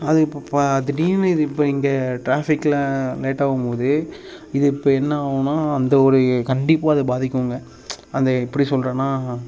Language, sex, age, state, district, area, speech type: Tamil, male, 18-30, Tamil Nadu, Dharmapuri, rural, spontaneous